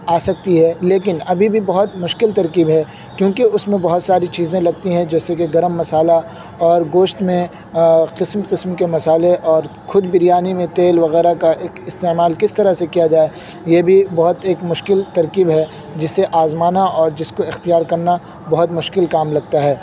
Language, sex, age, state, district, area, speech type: Urdu, male, 18-30, Uttar Pradesh, Saharanpur, urban, spontaneous